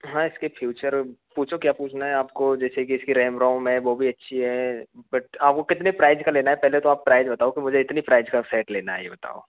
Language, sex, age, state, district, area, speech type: Hindi, male, 18-30, Rajasthan, Karauli, rural, conversation